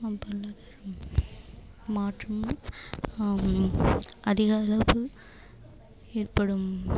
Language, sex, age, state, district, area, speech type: Tamil, female, 18-30, Tamil Nadu, Perambalur, rural, spontaneous